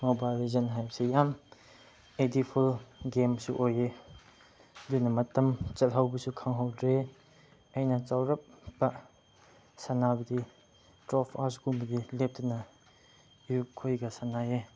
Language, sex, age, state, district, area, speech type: Manipuri, male, 18-30, Manipur, Chandel, rural, spontaneous